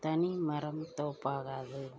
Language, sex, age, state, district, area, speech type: Tamil, female, 45-60, Tamil Nadu, Perambalur, rural, spontaneous